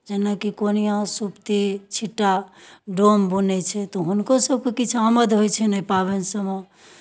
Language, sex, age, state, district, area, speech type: Maithili, female, 60+, Bihar, Darbhanga, urban, spontaneous